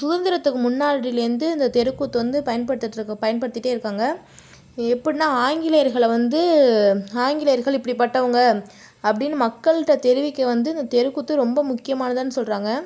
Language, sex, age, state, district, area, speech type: Tamil, female, 18-30, Tamil Nadu, Tiruchirappalli, rural, spontaneous